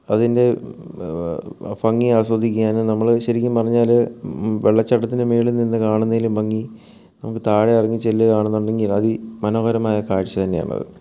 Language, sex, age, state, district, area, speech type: Malayalam, male, 30-45, Kerala, Kottayam, urban, spontaneous